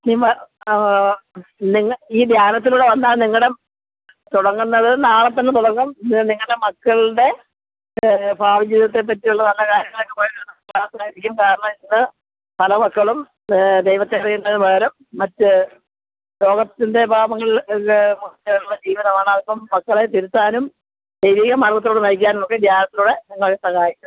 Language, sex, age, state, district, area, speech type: Malayalam, female, 45-60, Kerala, Kollam, rural, conversation